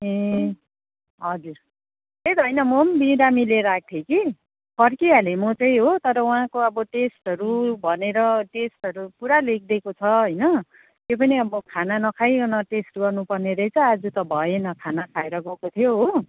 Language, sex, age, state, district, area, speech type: Nepali, female, 45-60, West Bengal, Jalpaiguri, urban, conversation